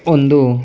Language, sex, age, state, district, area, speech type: Kannada, male, 45-60, Karnataka, Tumkur, urban, spontaneous